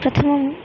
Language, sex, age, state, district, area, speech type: Sanskrit, female, 18-30, Telangana, Hyderabad, urban, spontaneous